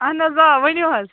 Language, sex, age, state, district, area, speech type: Kashmiri, other, 18-30, Jammu and Kashmir, Baramulla, rural, conversation